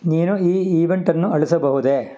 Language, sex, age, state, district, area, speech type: Kannada, male, 60+, Karnataka, Kolar, rural, read